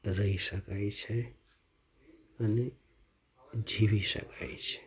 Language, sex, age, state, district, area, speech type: Gujarati, male, 45-60, Gujarat, Junagadh, rural, spontaneous